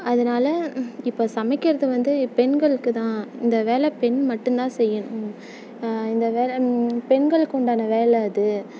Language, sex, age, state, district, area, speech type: Tamil, female, 18-30, Tamil Nadu, Tiruvarur, rural, spontaneous